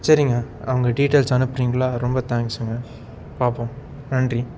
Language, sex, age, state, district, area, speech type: Tamil, male, 18-30, Tamil Nadu, Salem, urban, spontaneous